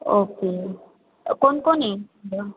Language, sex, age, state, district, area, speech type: Marathi, female, 18-30, Maharashtra, Ahmednagar, urban, conversation